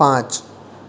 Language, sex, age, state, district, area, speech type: Gujarati, male, 30-45, Gujarat, Surat, urban, read